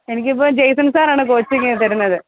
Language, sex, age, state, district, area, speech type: Malayalam, female, 18-30, Kerala, Pathanamthitta, urban, conversation